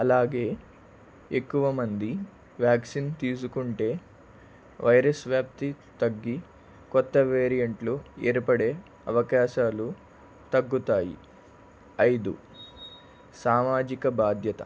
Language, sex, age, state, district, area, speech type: Telugu, male, 18-30, Andhra Pradesh, Palnadu, rural, spontaneous